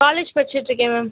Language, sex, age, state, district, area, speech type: Tamil, female, 18-30, Tamil Nadu, Tiruchirappalli, rural, conversation